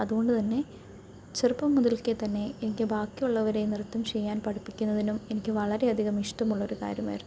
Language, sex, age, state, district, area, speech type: Malayalam, female, 18-30, Kerala, Pathanamthitta, urban, spontaneous